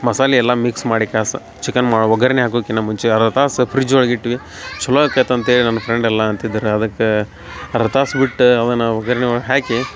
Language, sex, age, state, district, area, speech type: Kannada, male, 30-45, Karnataka, Dharwad, rural, spontaneous